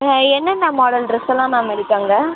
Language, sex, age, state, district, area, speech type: Tamil, male, 18-30, Tamil Nadu, Sivaganga, rural, conversation